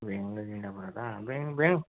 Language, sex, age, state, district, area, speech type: Kannada, male, 45-60, Karnataka, Mysore, rural, conversation